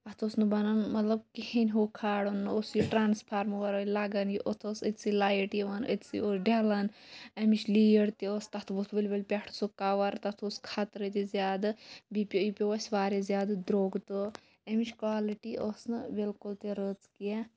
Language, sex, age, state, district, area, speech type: Kashmiri, female, 30-45, Jammu and Kashmir, Kulgam, rural, spontaneous